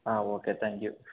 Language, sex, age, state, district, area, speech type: Malayalam, male, 18-30, Kerala, Palakkad, rural, conversation